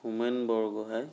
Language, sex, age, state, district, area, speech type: Assamese, male, 30-45, Assam, Sonitpur, rural, spontaneous